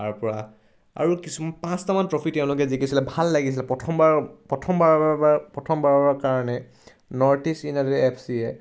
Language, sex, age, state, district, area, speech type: Assamese, male, 18-30, Assam, Charaideo, urban, spontaneous